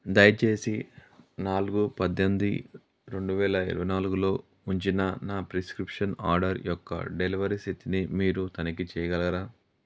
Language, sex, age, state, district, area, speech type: Telugu, male, 30-45, Telangana, Yadadri Bhuvanagiri, rural, read